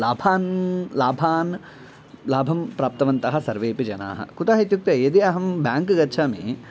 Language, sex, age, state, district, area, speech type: Sanskrit, male, 18-30, Telangana, Medchal, rural, spontaneous